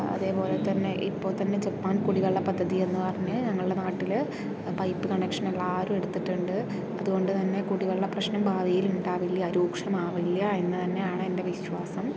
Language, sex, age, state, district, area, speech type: Malayalam, female, 18-30, Kerala, Palakkad, rural, spontaneous